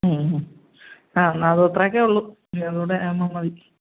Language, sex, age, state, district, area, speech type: Malayalam, female, 45-60, Kerala, Kottayam, rural, conversation